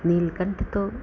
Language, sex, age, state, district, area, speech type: Hindi, female, 45-60, Uttar Pradesh, Lucknow, rural, spontaneous